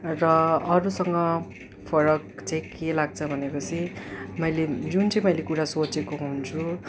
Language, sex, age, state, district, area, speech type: Nepali, male, 18-30, West Bengal, Darjeeling, rural, spontaneous